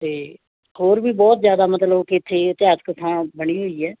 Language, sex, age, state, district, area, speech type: Punjabi, female, 45-60, Punjab, Muktsar, urban, conversation